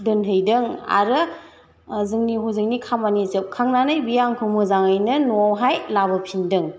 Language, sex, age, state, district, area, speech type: Bodo, female, 30-45, Assam, Chirang, rural, spontaneous